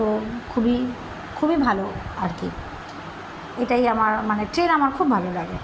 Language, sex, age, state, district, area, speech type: Bengali, female, 45-60, West Bengal, Birbhum, urban, spontaneous